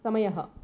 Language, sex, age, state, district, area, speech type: Sanskrit, female, 45-60, Andhra Pradesh, East Godavari, urban, read